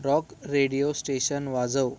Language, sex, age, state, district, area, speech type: Marathi, male, 30-45, Maharashtra, Thane, urban, read